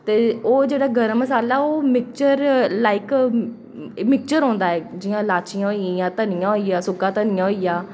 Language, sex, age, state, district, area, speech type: Dogri, female, 30-45, Jammu and Kashmir, Jammu, urban, spontaneous